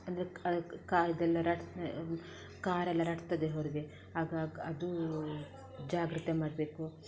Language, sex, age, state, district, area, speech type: Kannada, female, 30-45, Karnataka, Shimoga, rural, spontaneous